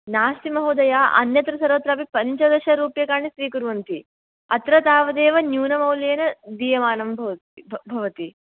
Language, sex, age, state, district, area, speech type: Sanskrit, female, 18-30, Karnataka, Bagalkot, urban, conversation